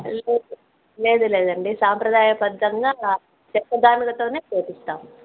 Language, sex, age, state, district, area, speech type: Telugu, female, 30-45, Andhra Pradesh, Kadapa, urban, conversation